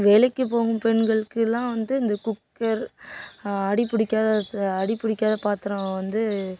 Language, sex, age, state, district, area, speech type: Tamil, female, 18-30, Tamil Nadu, Nagapattinam, urban, spontaneous